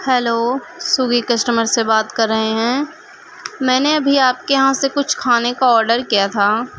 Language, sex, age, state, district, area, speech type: Urdu, female, 18-30, Uttar Pradesh, Gautam Buddha Nagar, urban, spontaneous